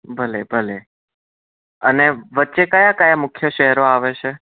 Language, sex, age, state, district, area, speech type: Gujarati, male, 18-30, Gujarat, Anand, urban, conversation